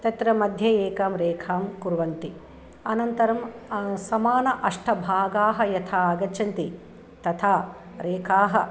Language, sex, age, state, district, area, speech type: Sanskrit, female, 45-60, Telangana, Nirmal, urban, spontaneous